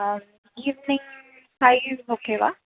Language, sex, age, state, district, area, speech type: Tamil, female, 18-30, Tamil Nadu, Tenkasi, urban, conversation